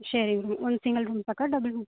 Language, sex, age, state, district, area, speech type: Kannada, female, 18-30, Karnataka, Uttara Kannada, rural, conversation